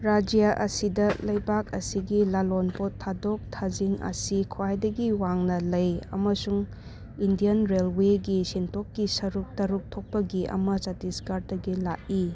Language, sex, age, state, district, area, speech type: Manipuri, female, 30-45, Manipur, Churachandpur, rural, read